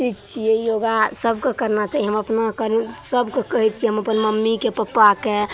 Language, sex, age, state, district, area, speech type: Maithili, female, 18-30, Bihar, Araria, urban, spontaneous